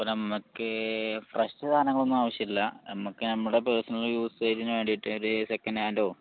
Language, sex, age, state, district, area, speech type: Malayalam, male, 18-30, Kerala, Malappuram, urban, conversation